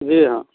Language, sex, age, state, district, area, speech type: Hindi, male, 60+, Uttar Pradesh, Jaunpur, rural, conversation